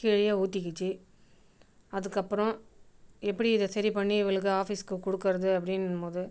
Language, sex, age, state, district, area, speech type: Tamil, female, 45-60, Tamil Nadu, Viluppuram, rural, spontaneous